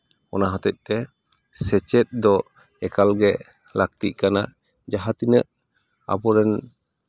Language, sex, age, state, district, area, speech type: Santali, male, 30-45, West Bengal, Paschim Bardhaman, urban, spontaneous